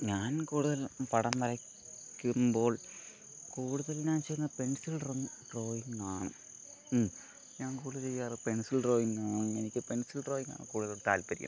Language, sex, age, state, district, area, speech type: Malayalam, male, 18-30, Kerala, Thiruvananthapuram, rural, spontaneous